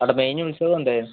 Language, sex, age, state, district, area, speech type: Malayalam, male, 18-30, Kerala, Palakkad, rural, conversation